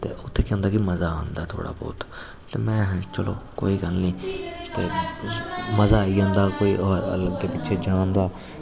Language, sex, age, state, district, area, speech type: Dogri, male, 18-30, Jammu and Kashmir, Samba, urban, spontaneous